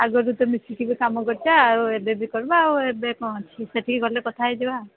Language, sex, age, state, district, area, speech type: Odia, female, 45-60, Odisha, Sambalpur, rural, conversation